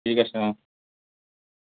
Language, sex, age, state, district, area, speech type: Assamese, male, 30-45, Assam, Lakhimpur, rural, conversation